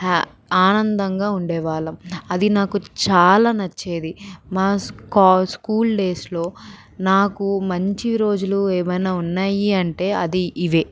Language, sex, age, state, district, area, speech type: Telugu, female, 18-30, Andhra Pradesh, Vizianagaram, urban, spontaneous